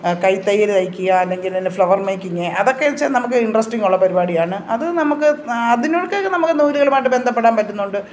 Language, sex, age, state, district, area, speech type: Malayalam, female, 45-60, Kerala, Pathanamthitta, rural, spontaneous